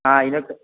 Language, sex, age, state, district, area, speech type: Malayalam, male, 18-30, Kerala, Malappuram, rural, conversation